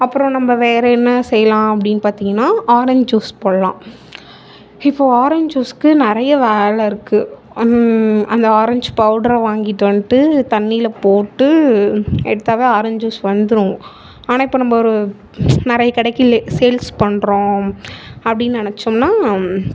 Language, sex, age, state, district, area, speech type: Tamil, female, 18-30, Tamil Nadu, Mayiladuthurai, urban, spontaneous